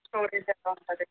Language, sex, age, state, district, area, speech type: Telugu, female, 60+, Andhra Pradesh, Eluru, rural, conversation